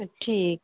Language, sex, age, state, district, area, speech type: Marathi, female, 30-45, Maharashtra, Wardha, rural, conversation